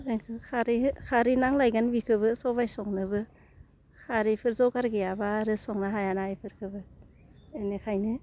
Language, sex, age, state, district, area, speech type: Bodo, female, 30-45, Assam, Udalguri, rural, spontaneous